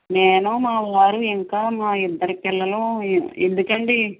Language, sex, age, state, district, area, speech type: Telugu, female, 60+, Andhra Pradesh, West Godavari, rural, conversation